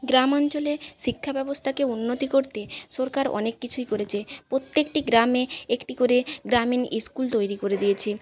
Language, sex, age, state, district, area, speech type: Bengali, female, 18-30, West Bengal, Jhargram, rural, spontaneous